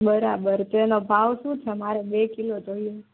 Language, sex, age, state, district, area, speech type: Gujarati, female, 18-30, Gujarat, Junagadh, urban, conversation